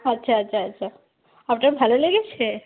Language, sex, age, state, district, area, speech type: Bengali, female, 30-45, West Bengal, Cooch Behar, rural, conversation